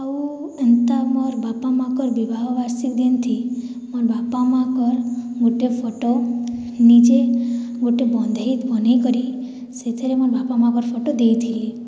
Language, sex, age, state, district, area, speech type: Odia, female, 45-60, Odisha, Boudh, rural, spontaneous